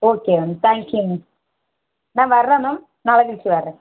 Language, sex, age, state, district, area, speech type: Tamil, female, 18-30, Tamil Nadu, Kanchipuram, urban, conversation